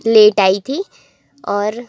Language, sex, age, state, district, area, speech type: Hindi, female, 18-30, Madhya Pradesh, Jabalpur, urban, spontaneous